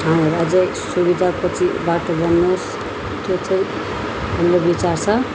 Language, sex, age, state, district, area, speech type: Nepali, female, 30-45, West Bengal, Darjeeling, rural, spontaneous